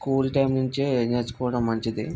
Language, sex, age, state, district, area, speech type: Telugu, male, 45-60, Andhra Pradesh, Vizianagaram, rural, spontaneous